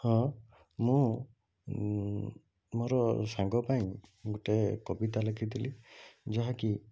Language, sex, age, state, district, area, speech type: Odia, male, 30-45, Odisha, Cuttack, urban, spontaneous